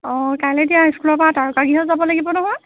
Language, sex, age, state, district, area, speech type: Assamese, female, 45-60, Assam, Jorhat, urban, conversation